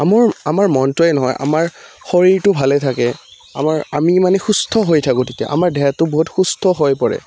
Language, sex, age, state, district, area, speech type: Assamese, male, 18-30, Assam, Udalguri, rural, spontaneous